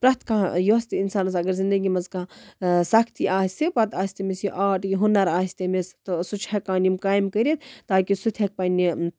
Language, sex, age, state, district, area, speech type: Kashmiri, female, 30-45, Jammu and Kashmir, Baramulla, rural, spontaneous